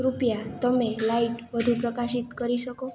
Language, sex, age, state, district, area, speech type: Gujarati, female, 30-45, Gujarat, Morbi, urban, read